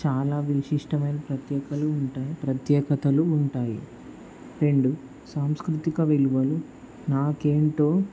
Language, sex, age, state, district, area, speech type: Telugu, male, 18-30, Andhra Pradesh, Palnadu, urban, spontaneous